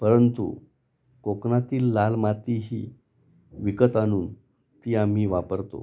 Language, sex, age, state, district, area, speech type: Marathi, male, 45-60, Maharashtra, Nashik, urban, spontaneous